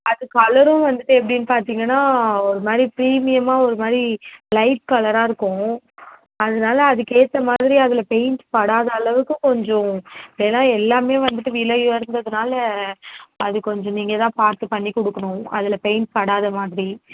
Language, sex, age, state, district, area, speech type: Tamil, female, 18-30, Tamil Nadu, Kanchipuram, urban, conversation